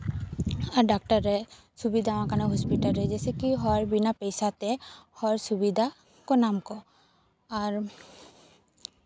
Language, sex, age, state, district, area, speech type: Santali, female, 18-30, West Bengal, Paschim Bardhaman, rural, spontaneous